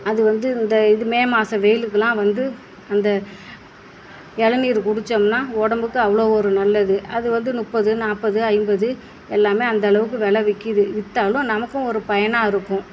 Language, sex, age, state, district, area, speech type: Tamil, female, 45-60, Tamil Nadu, Perambalur, rural, spontaneous